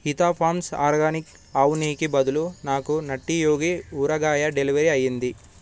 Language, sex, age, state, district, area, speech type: Telugu, male, 18-30, Telangana, Sangareddy, urban, read